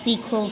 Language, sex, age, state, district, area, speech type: Hindi, female, 30-45, Uttar Pradesh, Azamgarh, rural, read